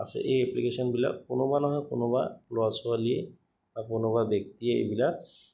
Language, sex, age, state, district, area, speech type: Assamese, male, 30-45, Assam, Goalpara, urban, spontaneous